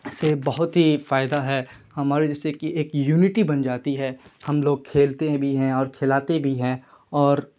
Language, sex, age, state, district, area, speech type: Urdu, male, 18-30, Bihar, Khagaria, rural, spontaneous